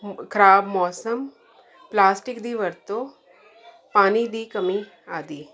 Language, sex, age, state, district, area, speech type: Punjabi, female, 30-45, Punjab, Jalandhar, urban, spontaneous